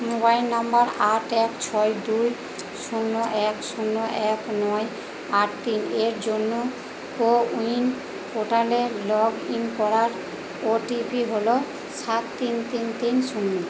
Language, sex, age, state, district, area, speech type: Bengali, female, 30-45, West Bengal, Purba Bardhaman, urban, read